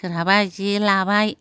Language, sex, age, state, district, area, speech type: Bodo, female, 60+, Assam, Chirang, rural, spontaneous